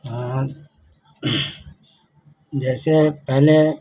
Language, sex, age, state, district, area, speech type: Hindi, male, 60+, Uttar Pradesh, Lucknow, rural, spontaneous